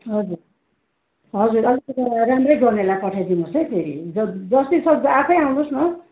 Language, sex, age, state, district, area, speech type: Nepali, female, 60+, West Bengal, Darjeeling, rural, conversation